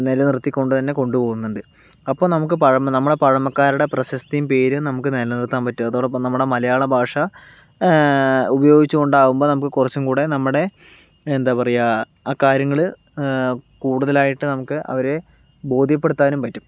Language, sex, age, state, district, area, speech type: Malayalam, male, 45-60, Kerala, Palakkad, urban, spontaneous